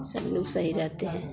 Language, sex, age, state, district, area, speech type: Hindi, female, 45-60, Bihar, Vaishali, rural, spontaneous